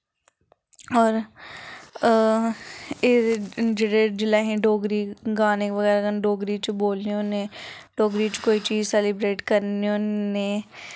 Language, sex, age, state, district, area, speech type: Dogri, female, 18-30, Jammu and Kashmir, Samba, urban, spontaneous